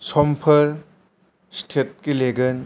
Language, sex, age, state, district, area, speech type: Bodo, male, 18-30, Assam, Chirang, rural, spontaneous